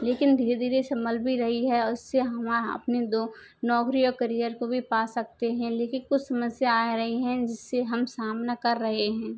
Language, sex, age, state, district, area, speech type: Hindi, female, 18-30, Rajasthan, Karauli, rural, spontaneous